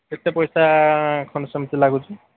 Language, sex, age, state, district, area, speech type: Odia, male, 45-60, Odisha, Sambalpur, rural, conversation